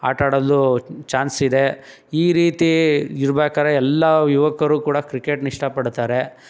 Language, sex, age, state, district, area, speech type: Kannada, male, 18-30, Karnataka, Tumkur, urban, spontaneous